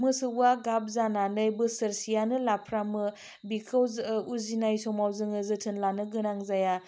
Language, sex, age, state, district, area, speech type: Bodo, female, 30-45, Assam, Chirang, rural, spontaneous